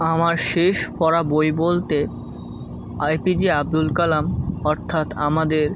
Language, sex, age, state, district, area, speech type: Bengali, male, 18-30, West Bengal, Kolkata, urban, spontaneous